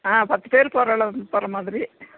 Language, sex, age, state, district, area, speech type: Tamil, female, 60+, Tamil Nadu, Nilgiris, rural, conversation